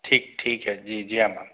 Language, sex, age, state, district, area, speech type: Hindi, male, 45-60, Madhya Pradesh, Betul, urban, conversation